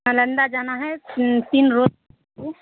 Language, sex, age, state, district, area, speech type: Urdu, female, 18-30, Bihar, Saharsa, rural, conversation